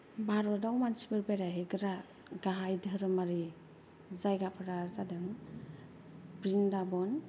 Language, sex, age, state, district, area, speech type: Bodo, female, 30-45, Assam, Kokrajhar, rural, spontaneous